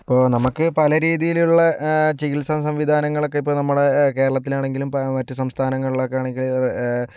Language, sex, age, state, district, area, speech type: Malayalam, male, 45-60, Kerala, Kozhikode, urban, spontaneous